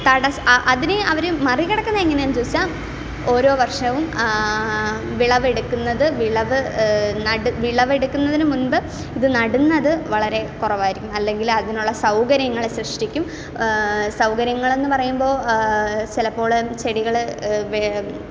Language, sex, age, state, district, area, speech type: Malayalam, female, 18-30, Kerala, Kottayam, rural, spontaneous